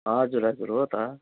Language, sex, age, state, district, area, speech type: Nepali, male, 45-60, West Bengal, Kalimpong, rural, conversation